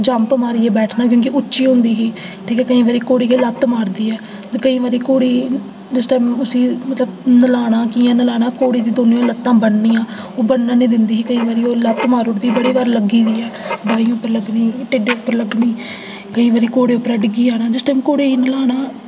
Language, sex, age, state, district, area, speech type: Dogri, female, 18-30, Jammu and Kashmir, Jammu, urban, spontaneous